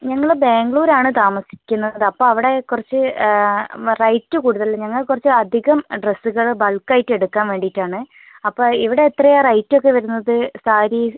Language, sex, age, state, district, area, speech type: Malayalam, female, 30-45, Kerala, Kozhikode, rural, conversation